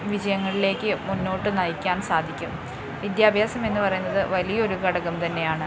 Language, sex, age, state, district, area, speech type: Malayalam, female, 18-30, Kerala, Wayanad, rural, spontaneous